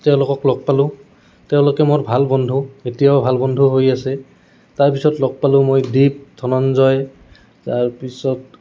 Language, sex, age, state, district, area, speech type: Assamese, male, 18-30, Assam, Goalpara, urban, spontaneous